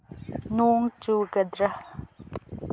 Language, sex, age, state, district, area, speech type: Manipuri, female, 30-45, Manipur, Chandel, rural, read